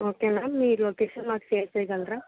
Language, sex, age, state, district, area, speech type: Telugu, female, 18-30, Andhra Pradesh, Krishna, rural, conversation